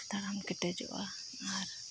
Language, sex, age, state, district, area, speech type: Santali, female, 30-45, Jharkhand, Seraikela Kharsawan, rural, spontaneous